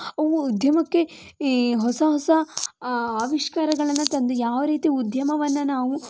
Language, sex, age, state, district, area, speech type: Kannada, female, 18-30, Karnataka, Shimoga, rural, spontaneous